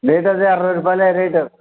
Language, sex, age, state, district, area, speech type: Telugu, male, 45-60, Andhra Pradesh, Kadapa, rural, conversation